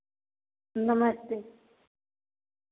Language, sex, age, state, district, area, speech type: Hindi, female, 45-60, Uttar Pradesh, Varanasi, rural, conversation